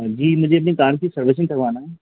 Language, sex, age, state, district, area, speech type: Hindi, male, 45-60, Madhya Pradesh, Hoshangabad, rural, conversation